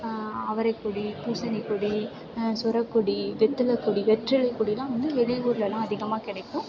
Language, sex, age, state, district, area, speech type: Tamil, female, 18-30, Tamil Nadu, Mayiladuthurai, urban, spontaneous